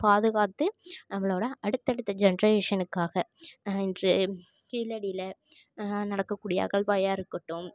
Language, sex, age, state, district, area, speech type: Tamil, female, 18-30, Tamil Nadu, Tiruvarur, rural, spontaneous